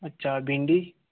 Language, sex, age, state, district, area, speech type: Hindi, male, 18-30, Rajasthan, Ajmer, urban, conversation